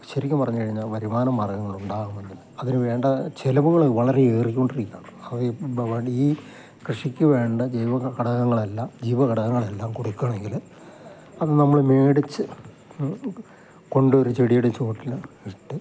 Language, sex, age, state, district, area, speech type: Malayalam, male, 60+, Kerala, Idukki, rural, spontaneous